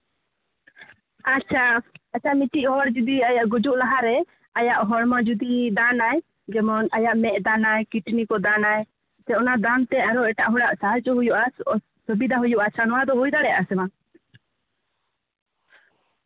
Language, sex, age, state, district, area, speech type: Santali, female, 18-30, West Bengal, Purulia, rural, conversation